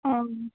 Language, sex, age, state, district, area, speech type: Assamese, female, 18-30, Assam, Lakhimpur, rural, conversation